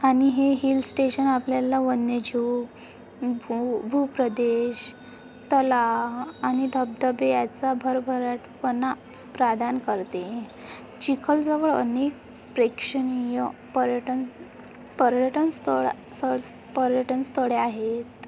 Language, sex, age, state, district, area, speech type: Marathi, female, 18-30, Maharashtra, Amravati, rural, spontaneous